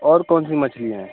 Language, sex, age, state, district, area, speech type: Urdu, male, 30-45, Bihar, Khagaria, rural, conversation